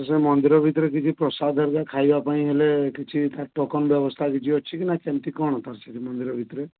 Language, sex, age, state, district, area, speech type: Odia, male, 30-45, Odisha, Balasore, rural, conversation